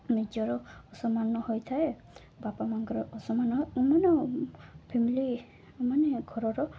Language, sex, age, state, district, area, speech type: Odia, female, 18-30, Odisha, Koraput, urban, spontaneous